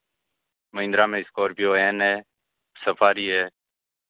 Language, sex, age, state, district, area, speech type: Hindi, male, 18-30, Rajasthan, Nagaur, rural, conversation